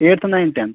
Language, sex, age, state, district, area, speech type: Kashmiri, male, 18-30, Jammu and Kashmir, Shopian, urban, conversation